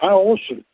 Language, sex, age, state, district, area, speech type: Bengali, male, 60+, West Bengal, Dakshin Dinajpur, rural, conversation